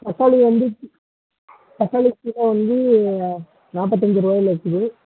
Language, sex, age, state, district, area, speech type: Tamil, male, 18-30, Tamil Nadu, Namakkal, rural, conversation